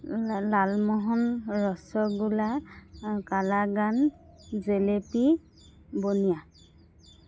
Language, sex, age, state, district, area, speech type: Assamese, female, 30-45, Assam, Dhemaji, rural, spontaneous